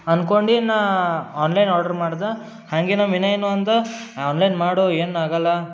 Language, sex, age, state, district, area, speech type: Kannada, male, 18-30, Karnataka, Gulbarga, urban, spontaneous